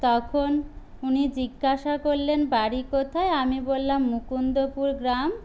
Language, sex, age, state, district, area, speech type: Bengali, other, 45-60, West Bengal, Jhargram, rural, spontaneous